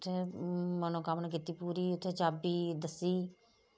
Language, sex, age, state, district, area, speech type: Dogri, female, 30-45, Jammu and Kashmir, Reasi, rural, spontaneous